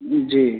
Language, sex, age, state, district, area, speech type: Hindi, male, 18-30, Bihar, Vaishali, rural, conversation